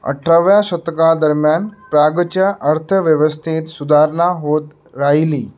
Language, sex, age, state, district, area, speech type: Marathi, male, 18-30, Maharashtra, Nagpur, urban, read